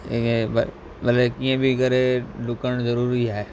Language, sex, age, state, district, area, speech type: Sindhi, male, 45-60, Gujarat, Kutch, rural, spontaneous